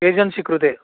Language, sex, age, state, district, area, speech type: Sanskrit, male, 60+, Telangana, Hyderabad, urban, conversation